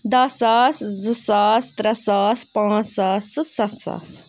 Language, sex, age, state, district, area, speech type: Kashmiri, female, 30-45, Jammu and Kashmir, Ganderbal, rural, spontaneous